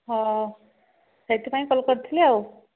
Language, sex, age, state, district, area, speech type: Odia, female, 30-45, Odisha, Sambalpur, rural, conversation